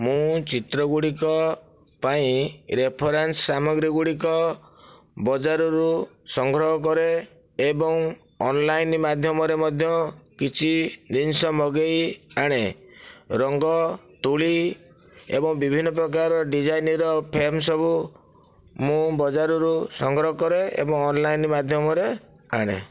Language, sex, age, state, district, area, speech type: Odia, male, 60+, Odisha, Nayagarh, rural, spontaneous